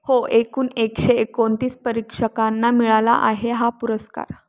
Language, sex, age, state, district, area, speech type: Marathi, female, 18-30, Maharashtra, Pune, urban, read